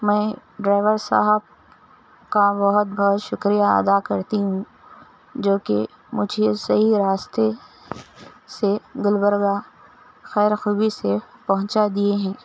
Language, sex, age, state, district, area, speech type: Urdu, female, 30-45, Telangana, Hyderabad, urban, spontaneous